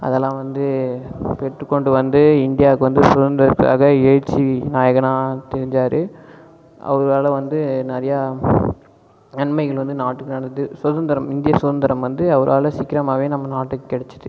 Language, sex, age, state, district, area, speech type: Tamil, male, 18-30, Tamil Nadu, Cuddalore, rural, spontaneous